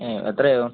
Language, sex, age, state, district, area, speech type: Malayalam, male, 18-30, Kerala, Palakkad, rural, conversation